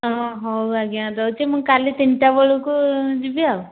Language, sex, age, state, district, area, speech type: Odia, female, 45-60, Odisha, Dhenkanal, rural, conversation